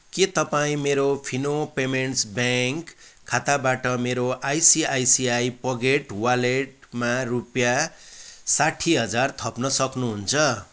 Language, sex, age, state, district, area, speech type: Nepali, male, 45-60, West Bengal, Kalimpong, rural, read